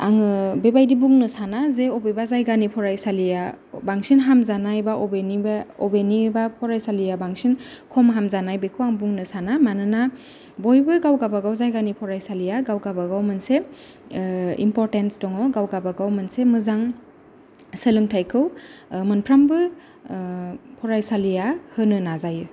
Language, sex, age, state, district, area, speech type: Bodo, female, 30-45, Assam, Kokrajhar, rural, spontaneous